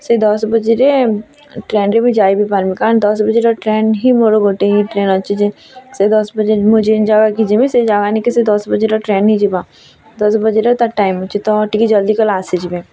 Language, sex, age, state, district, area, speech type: Odia, female, 18-30, Odisha, Bargarh, urban, spontaneous